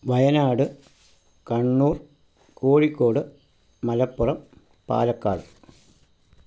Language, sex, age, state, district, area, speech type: Malayalam, male, 45-60, Kerala, Pathanamthitta, rural, spontaneous